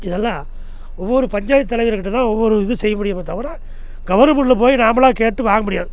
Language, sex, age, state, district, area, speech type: Tamil, male, 60+, Tamil Nadu, Namakkal, rural, spontaneous